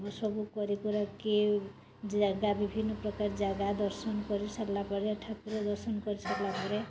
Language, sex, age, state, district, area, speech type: Odia, female, 30-45, Odisha, Mayurbhanj, rural, spontaneous